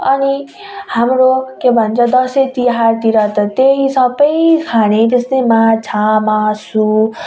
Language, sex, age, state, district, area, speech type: Nepali, female, 30-45, West Bengal, Darjeeling, rural, spontaneous